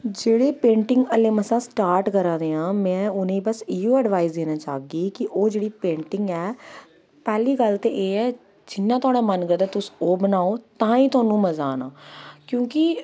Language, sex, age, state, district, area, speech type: Dogri, female, 30-45, Jammu and Kashmir, Jammu, urban, spontaneous